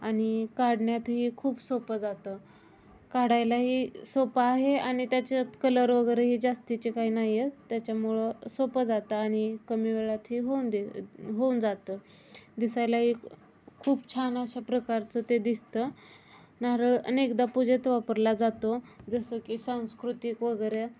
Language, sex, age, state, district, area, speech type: Marathi, female, 18-30, Maharashtra, Osmanabad, rural, spontaneous